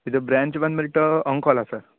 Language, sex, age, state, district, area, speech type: Kannada, male, 18-30, Karnataka, Uttara Kannada, rural, conversation